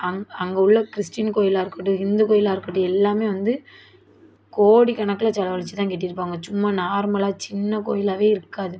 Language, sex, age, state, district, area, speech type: Tamil, female, 18-30, Tamil Nadu, Thoothukudi, urban, spontaneous